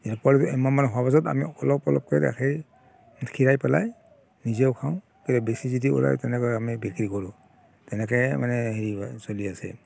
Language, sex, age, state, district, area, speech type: Assamese, male, 45-60, Assam, Barpeta, rural, spontaneous